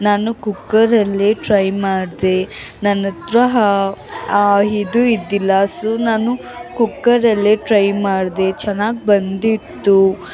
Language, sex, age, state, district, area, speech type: Kannada, female, 18-30, Karnataka, Bangalore Urban, urban, spontaneous